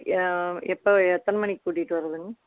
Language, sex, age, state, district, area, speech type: Tamil, female, 45-60, Tamil Nadu, Erode, rural, conversation